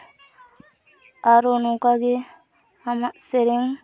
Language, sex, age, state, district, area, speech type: Santali, female, 18-30, West Bengal, Purulia, rural, spontaneous